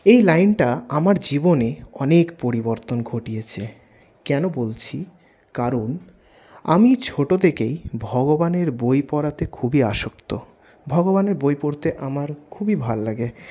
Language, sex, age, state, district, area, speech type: Bengali, male, 18-30, West Bengal, Paschim Bardhaman, urban, spontaneous